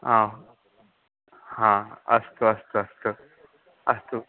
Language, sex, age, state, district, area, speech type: Sanskrit, male, 30-45, Karnataka, Udupi, urban, conversation